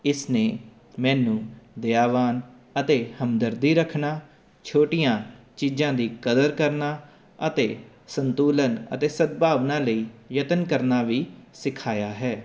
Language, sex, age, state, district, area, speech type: Punjabi, male, 30-45, Punjab, Jalandhar, urban, spontaneous